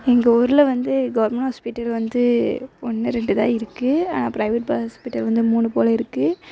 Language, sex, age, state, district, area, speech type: Tamil, female, 18-30, Tamil Nadu, Thoothukudi, rural, spontaneous